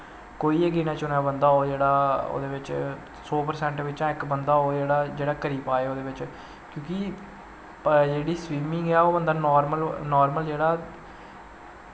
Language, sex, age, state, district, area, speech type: Dogri, male, 18-30, Jammu and Kashmir, Samba, rural, spontaneous